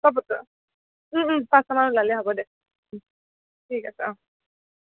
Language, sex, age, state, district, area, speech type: Assamese, female, 18-30, Assam, Sonitpur, rural, conversation